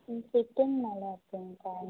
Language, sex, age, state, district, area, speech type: Tamil, female, 18-30, Tamil Nadu, Tiruppur, rural, conversation